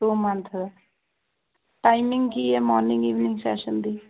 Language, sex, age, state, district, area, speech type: Punjabi, female, 18-30, Punjab, Fazilka, rural, conversation